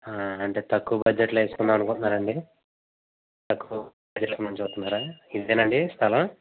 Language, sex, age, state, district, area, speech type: Telugu, male, 18-30, Andhra Pradesh, East Godavari, rural, conversation